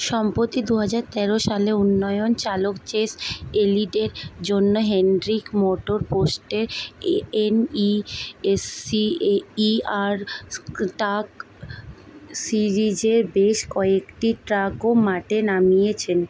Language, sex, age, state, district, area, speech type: Bengali, female, 18-30, West Bengal, Kolkata, urban, read